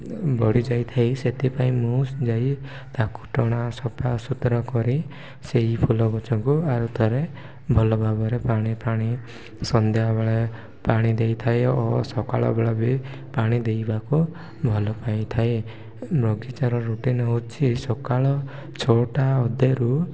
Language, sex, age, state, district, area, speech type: Odia, male, 18-30, Odisha, Koraput, urban, spontaneous